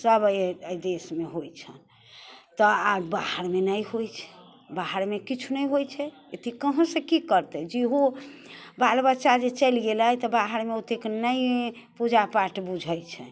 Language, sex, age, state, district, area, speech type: Maithili, female, 60+, Bihar, Muzaffarpur, urban, spontaneous